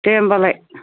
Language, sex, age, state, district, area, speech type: Bodo, female, 60+, Assam, Udalguri, rural, conversation